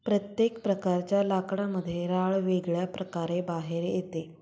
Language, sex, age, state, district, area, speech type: Marathi, female, 18-30, Maharashtra, Ratnagiri, rural, read